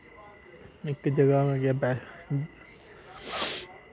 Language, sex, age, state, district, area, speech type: Dogri, male, 18-30, Jammu and Kashmir, Kathua, rural, spontaneous